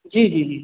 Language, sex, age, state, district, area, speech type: Hindi, male, 18-30, Bihar, Begusarai, rural, conversation